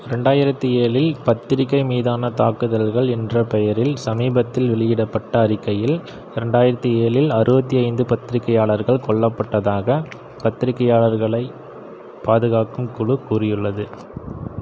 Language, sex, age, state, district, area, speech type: Tamil, male, 18-30, Tamil Nadu, Erode, rural, read